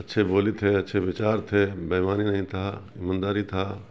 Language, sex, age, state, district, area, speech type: Urdu, male, 60+, Bihar, Supaul, rural, spontaneous